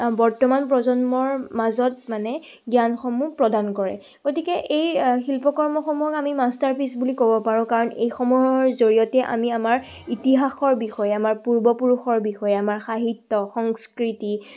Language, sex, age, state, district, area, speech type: Assamese, female, 18-30, Assam, Majuli, urban, spontaneous